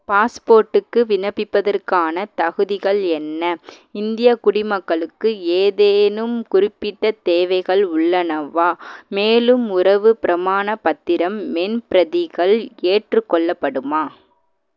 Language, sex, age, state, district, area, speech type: Tamil, female, 18-30, Tamil Nadu, Madurai, urban, read